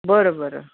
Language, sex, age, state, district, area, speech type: Marathi, female, 60+, Maharashtra, Mumbai Suburban, urban, conversation